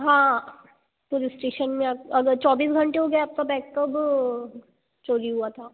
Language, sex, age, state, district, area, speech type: Hindi, female, 18-30, Madhya Pradesh, Betul, rural, conversation